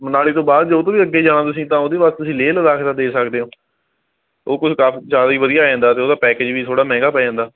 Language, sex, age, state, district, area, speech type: Punjabi, male, 18-30, Punjab, Patiala, urban, conversation